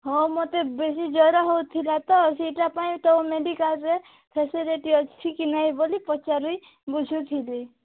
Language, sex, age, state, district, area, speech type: Odia, female, 45-60, Odisha, Nabarangpur, rural, conversation